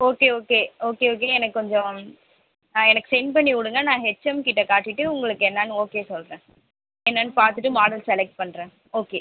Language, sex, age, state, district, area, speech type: Tamil, female, 18-30, Tamil Nadu, Viluppuram, urban, conversation